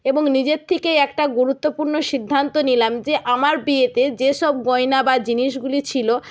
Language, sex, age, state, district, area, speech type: Bengali, female, 60+, West Bengal, Nadia, rural, spontaneous